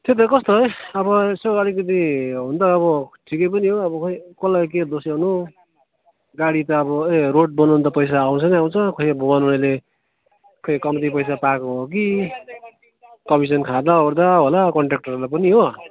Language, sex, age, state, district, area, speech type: Nepali, male, 30-45, West Bengal, Kalimpong, rural, conversation